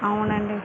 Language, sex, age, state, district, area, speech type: Telugu, female, 60+, Andhra Pradesh, Vizianagaram, rural, spontaneous